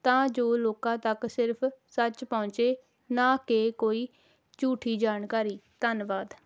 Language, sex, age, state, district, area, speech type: Punjabi, female, 18-30, Punjab, Hoshiarpur, rural, spontaneous